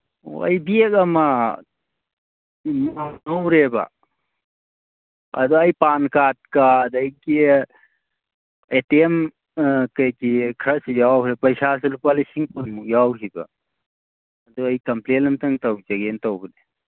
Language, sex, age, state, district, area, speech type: Manipuri, male, 30-45, Manipur, Churachandpur, rural, conversation